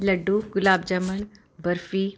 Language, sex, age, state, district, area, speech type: Punjabi, female, 45-60, Punjab, Ludhiana, urban, spontaneous